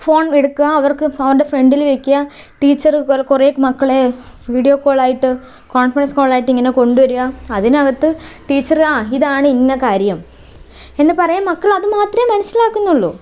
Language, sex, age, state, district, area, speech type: Malayalam, female, 18-30, Kerala, Thiruvananthapuram, rural, spontaneous